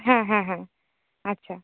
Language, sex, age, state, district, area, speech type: Bengali, female, 18-30, West Bengal, Cooch Behar, urban, conversation